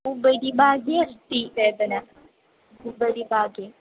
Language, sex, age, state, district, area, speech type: Sanskrit, female, 18-30, Kerala, Thrissur, rural, conversation